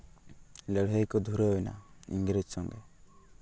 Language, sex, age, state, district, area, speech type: Santali, male, 18-30, West Bengal, Purulia, rural, spontaneous